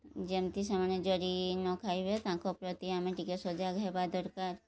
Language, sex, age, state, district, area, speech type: Odia, female, 30-45, Odisha, Mayurbhanj, rural, spontaneous